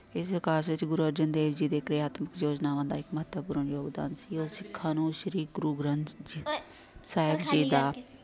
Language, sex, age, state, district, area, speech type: Punjabi, female, 45-60, Punjab, Amritsar, urban, spontaneous